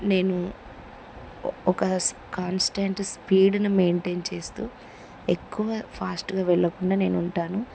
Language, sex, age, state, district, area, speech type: Telugu, female, 18-30, Andhra Pradesh, Kurnool, rural, spontaneous